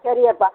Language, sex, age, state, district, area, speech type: Tamil, female, 60+, Tamil Nadu, Vellore, urban, conversation